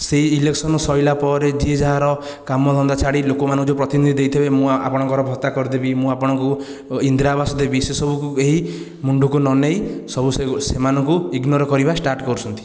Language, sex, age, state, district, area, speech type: Odia, male, 30-45, Odisha, Khordha, rural, spontaneous